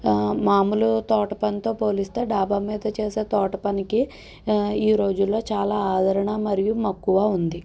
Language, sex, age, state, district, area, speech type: Telugu, female, 30-45, Andhra Pradesh, N T Rama Rao, urban, spontaneous